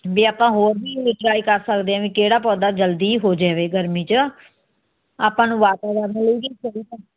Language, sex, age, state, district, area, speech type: Punjabi, female, 30-45, Punjab, Muktsar, urban, conversation